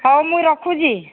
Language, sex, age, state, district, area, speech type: Odia, female, 45-60, Odisha, Sambalpur, rural, conversation